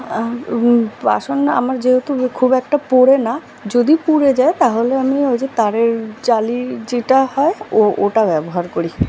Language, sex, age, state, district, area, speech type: Bengali, female, 18-30, West Bengal, South 24 Parganas, urban, spontaneous